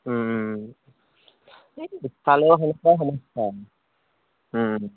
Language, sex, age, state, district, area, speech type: Assamese, male, 30-45, Assam, Barpeta, rural, conversation